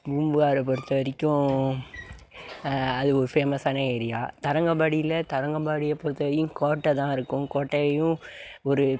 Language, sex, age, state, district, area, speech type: Tamil, male, 18-30, Tamil Nadu, Mayiladuthurai, urban, spontaneous